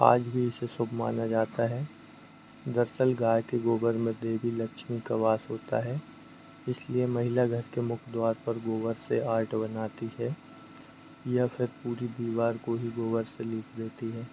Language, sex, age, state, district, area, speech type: Hindi, male, 30-45, Madhya Pradesh, Hoshangabad, rural, spontaneous